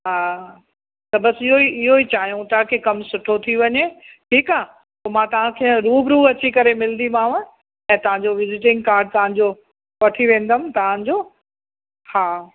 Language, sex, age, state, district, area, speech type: Sindhi, female, 60+, Uttar Pradesh, Lucknow, rural, conversation